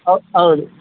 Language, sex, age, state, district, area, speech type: Kannada, male, 30-45, Karnataka, Udupi, rural, conversation